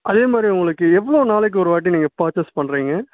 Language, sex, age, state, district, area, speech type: Tamil, male, 18-30, Tamil Nadu, Ranipet, urban, conversation